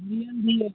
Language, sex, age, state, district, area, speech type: Bengali, male, 18-30, West Bengal, Uttar Dinajpur, urban, conversation